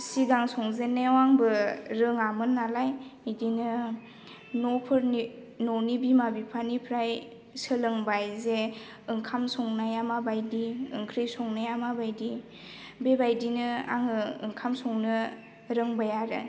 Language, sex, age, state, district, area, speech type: Bodo, female, 18-30, Assam, Baksa, rural, spontaneous